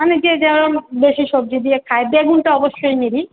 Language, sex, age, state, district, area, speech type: Bengali, female, 30-45, West Bengal, Kolkata, urban, conversation